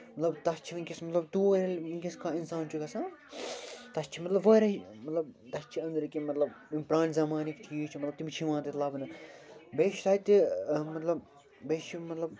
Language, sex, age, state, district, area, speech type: Kashmiri, male, 30-45, Jammu and Kashmir, Srinagar, urban, spontaneous